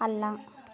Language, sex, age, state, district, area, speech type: Kannada, female, 18-30, Karnataka, Davanagere, rural, read